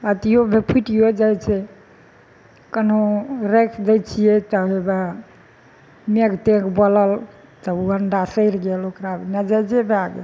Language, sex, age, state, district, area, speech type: Maithili, female, 60+, Bihar, Madhepura, urban, spontaneous